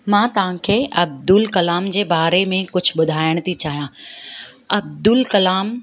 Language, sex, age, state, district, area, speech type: Sindhi, female, 30-45, Gujarat, Surat, urban, spontaneous